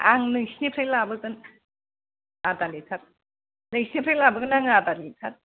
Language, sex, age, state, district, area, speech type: Bodo, female, 60+, Assam, Kokrajhar, rural, conversation